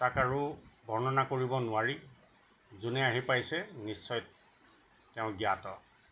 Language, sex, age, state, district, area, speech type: Assamese, male, 60+, Assam, Nagaon, rural, spontaneous